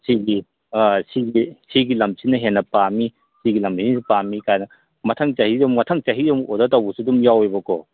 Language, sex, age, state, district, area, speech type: Manipuri, male, 45-60, Manipur, Kangpokpi, urban, conversation